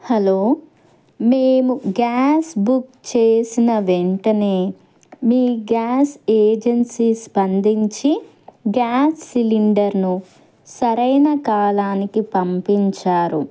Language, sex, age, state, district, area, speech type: Telugu, female, 30-45, Andhra Pradesh, Krishna, urban, spontaneous